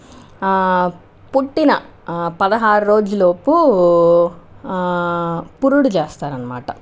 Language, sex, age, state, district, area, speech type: Telugu, female, 30-45, Andhra Pradesh, Chittoor, urban, spontaneous